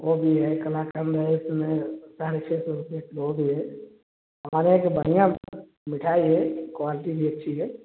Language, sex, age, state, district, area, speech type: Hindi, male, 30-45, Uttar Pradesh, Prayagraj, rural, conversation